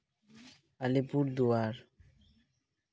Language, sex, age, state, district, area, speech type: Santali, male, 18-30, West Bengal, Malda, rural, spontaneous